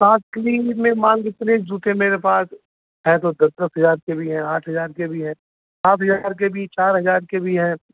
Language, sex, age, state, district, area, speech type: Hindi, male, 60+, Uttar Pradesh, Azamgarh, rural, conversation